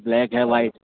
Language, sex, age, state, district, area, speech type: Urdu, male, 18-30, Uttar Pradesh, Rampur, urban, conversation